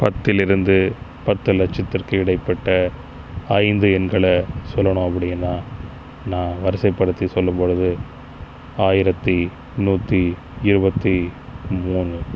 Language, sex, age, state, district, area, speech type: Tamil, male, 30-45, Tamil Nadu, Pudukkottai, rural, spontaneous